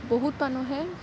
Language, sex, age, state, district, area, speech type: Assamese, female, 18-30, Assam, Kamrup Metropolitan, urban, spontaneous